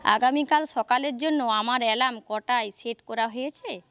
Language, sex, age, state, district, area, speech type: Bengali, female, 30-45, West Bengal, Paschim Medinipur, rural, read